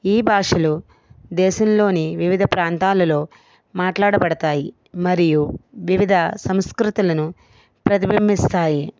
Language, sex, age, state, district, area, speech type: Telugu, female, 45-60, Andhra Pradesh, East Godavari, rural, spontaneous